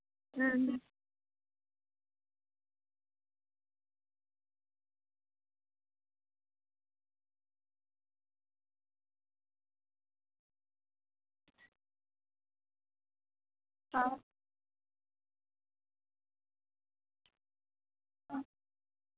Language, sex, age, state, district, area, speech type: Santali, female, 30-45, West Bengal, Birbhum, rural, conversation